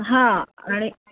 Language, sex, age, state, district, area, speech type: Marathi, female, 45-60, Maharashtra, Nanded, rural, conversation